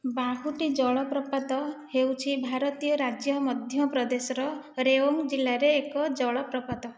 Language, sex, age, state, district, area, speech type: Odia, female, 30-45, Odisha, Khordha, rural, read